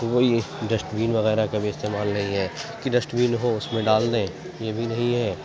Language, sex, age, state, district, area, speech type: Urdu, male, 18-30, Uttar Pradesh, Gautam Buddha Nagar, rural, spontaneous